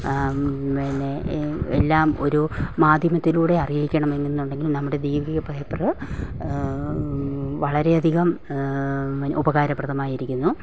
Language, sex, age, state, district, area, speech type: Malayalam, female, 45-60, Kerala, Pathanamthitta, rural, spontaneous